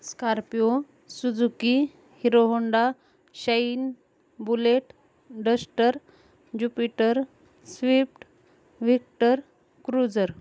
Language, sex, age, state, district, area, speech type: Marathi, female, 30-45, Maharashtra, Osmanabad, rural, spontaneous